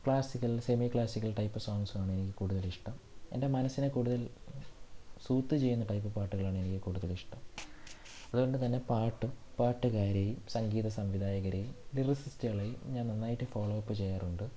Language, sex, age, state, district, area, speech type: Malayalam, male, 18-30, Kerala, Thiruvananthapuram, rural, spontaneous